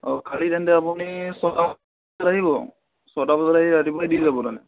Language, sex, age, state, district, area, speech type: Assamese, male, 18-30, Assam, Udalguri, rural, conversation